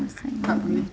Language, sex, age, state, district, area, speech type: Assamese, female, 60+, Assam, Morigaon, rural, spontaneous